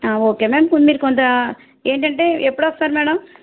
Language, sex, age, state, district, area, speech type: Telugu, female, 60+, Andhra Pradesh, West Godavari, rural, conversation